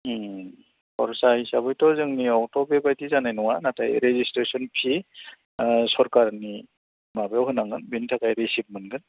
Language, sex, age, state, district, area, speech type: Bodo, male, 45-60, Assam, Baksa, urban, conversation